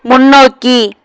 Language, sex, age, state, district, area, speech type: Tamil, female, 18-30, Tamil Nadu, Madurai, urban, read